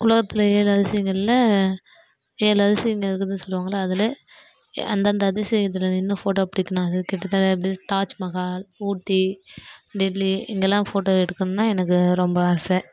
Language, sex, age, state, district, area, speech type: Tamil, female, 18-30, Tamil Nadu, Kallakurichi, rural, spontaneous